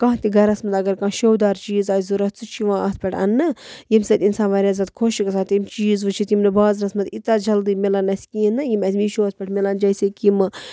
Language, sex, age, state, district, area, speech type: Kashmiri, female, 30-45, Jammu and Kashmir, Budgam, rural, spontaneous